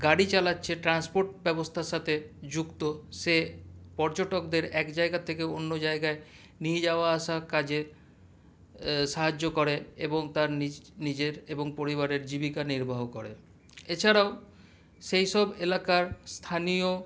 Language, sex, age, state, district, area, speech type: Bengali, male, 45-60, West Bengal, Paschim Bardhaman, urban, spontaneous